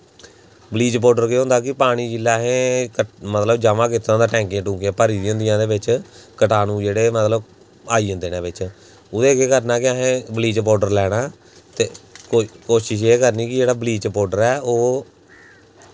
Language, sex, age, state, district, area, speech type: Dogri, male, 18-30, Jammu and Kashmir, Samba, rural, spontaneous